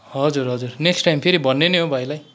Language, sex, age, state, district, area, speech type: Nepali, male, 45-60, West Bengal, Kalimpong, rural, spontaneous